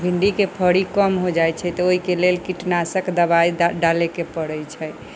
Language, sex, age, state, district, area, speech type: Maithili, female, 60+, Bihar, Sitamarhi, rural, spontaneous